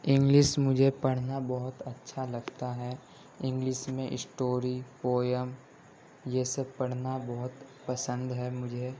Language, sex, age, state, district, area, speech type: Urdu, male, 18-30, Delhi, Central Delhi, urban, spontaneous